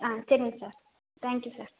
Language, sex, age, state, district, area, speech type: Tamil, female, 18-30, Tamil Nadu, Theni, rural, conversation